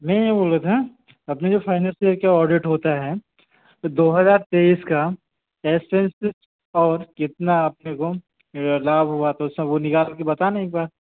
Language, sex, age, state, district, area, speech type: Hindi, male, 30-45, Madhya Pradesh, Hoshangabad, rural, conversation